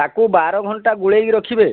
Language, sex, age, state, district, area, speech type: Odia, male, 60+, Odisha, Balasore, rural, conversation